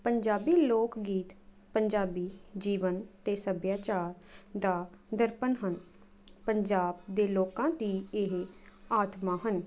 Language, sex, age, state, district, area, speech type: Punjabi, female, 18-30, Punjab, Jalandhar, urban, spontaneous